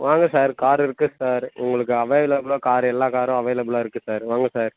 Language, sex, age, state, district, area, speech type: Tamil, male, 18-30, Tamil Nadu, Perambalur, rural, conversation